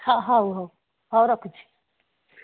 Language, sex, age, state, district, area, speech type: Odia, female, 60+, Odisha, Jharsuguda, rural, conversation